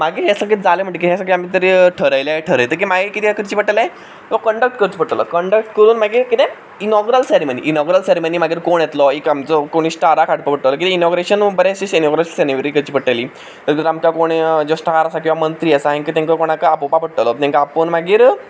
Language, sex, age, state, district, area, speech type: Goan Konkani, male, 18-30, Goa, Quepem, rural, spontaneous